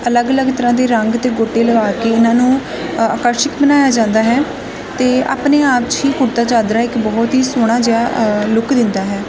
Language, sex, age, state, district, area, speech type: Punjabi, female, 18-30, Punjab, Gurdaspur, rural, spontaneous